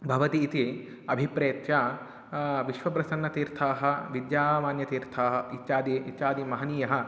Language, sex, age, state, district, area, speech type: Sanskrit, male, 18-30, Telangana, Mahbubnagar, urban, spontaneous